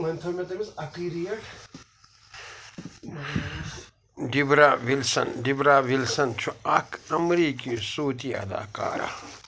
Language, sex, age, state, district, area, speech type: Kashmiri, male, 45-60, Jammu and Kashmir, Pulwama, rural, read